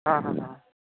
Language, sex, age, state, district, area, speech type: Marathi, male, 18-30, Maharashtra, Nanded, rural, conversation